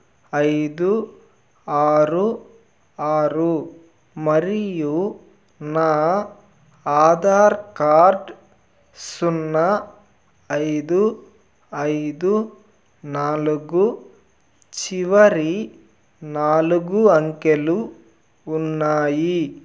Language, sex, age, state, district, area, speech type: Telugu, male, 30-45, Andhra Pradesh, Nellore, rural, read